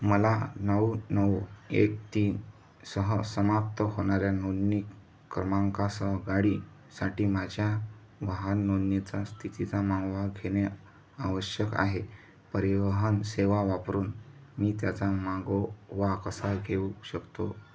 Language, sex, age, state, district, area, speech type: Marathi, male, 18-30, Maharashtra, Amravati, rural, read